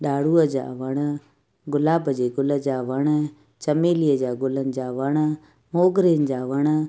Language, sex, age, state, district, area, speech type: Sindhi, female, 45-60, Gujarat, Kutch, urban, spontaneous